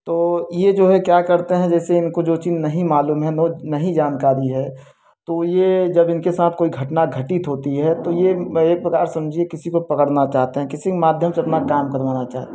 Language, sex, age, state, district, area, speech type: Hindi, male, 30-45, Uttar Pradesh, Prayagraj, urban, spontaneous